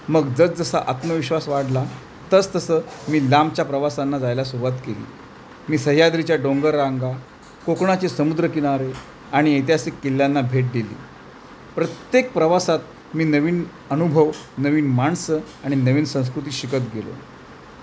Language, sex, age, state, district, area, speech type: Marathi, male, 45-60, Maharashtra, Thane, rural, spontaneous